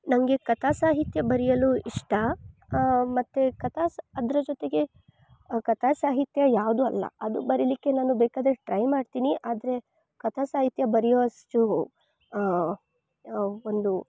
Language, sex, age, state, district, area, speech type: Kannada, female, 18-30, Karnataka, Chikkamagaluru, rural, spontaneous